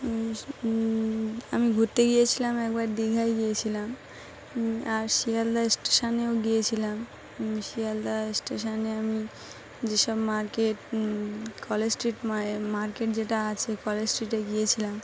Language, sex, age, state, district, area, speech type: Bengali, female, 18-30, West Bengal, Dakshin Dinajpur, urban, spontaneous